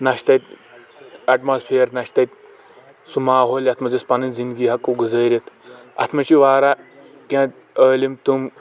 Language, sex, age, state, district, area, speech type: Kashmiri, male, 18-30, Jammu and Kashmir, Kulgam, rural, spontaneous